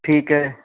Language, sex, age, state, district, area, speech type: Punjabi, male, 45-60, Punjab, Tarn Taran, urban, conversation